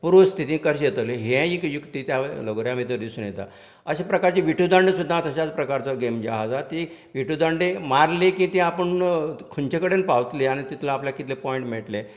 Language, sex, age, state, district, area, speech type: Goan Konkani, male, 60+, Goa, Canacona, rural, spontaneous